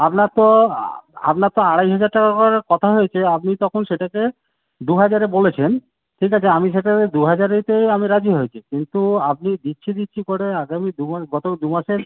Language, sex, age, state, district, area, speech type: Bengali, male, 45-60, West Bengal, Howrah, urban, conversation